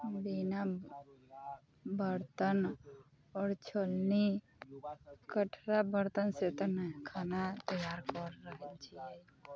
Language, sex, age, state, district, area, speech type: Maithili, female, 30-45, Bihar, Sitamarhi, urban, spontaneous